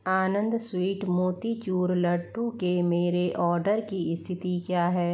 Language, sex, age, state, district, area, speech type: Hindi, female, 45-60, Rajasthan, Jaipur, urban, read